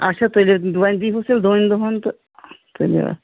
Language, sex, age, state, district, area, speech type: Kashmiri, female, 30-45, Jammu and Kashmir, Kulgam, rural, conversation